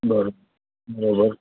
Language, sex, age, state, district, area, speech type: Sindhi, male, 60+, Gujarat, Kutch, rural, conversation